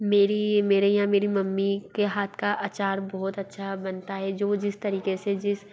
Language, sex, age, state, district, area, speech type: Hindi, female, 45-60, Madhya Pradesh, Bhopal, urban, spontaneous